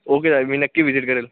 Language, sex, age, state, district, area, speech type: Marathi, male, 18-30, Maharashtra, Thane, urban, conversation